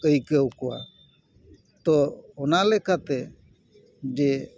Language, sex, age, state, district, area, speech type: Santali, male, 45-60, West Bengal, Paschim Bardhaman, urban, spontaneous